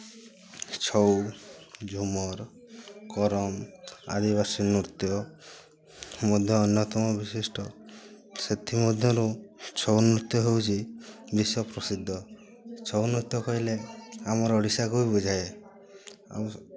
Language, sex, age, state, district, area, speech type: Odia, male, 18-30, Odisha, Mayurbhanj, rural, spontaneous